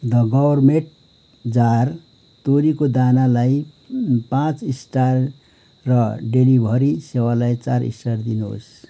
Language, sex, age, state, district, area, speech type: Nepali, male, 60+, West Bengal, Kalimpong, rural, read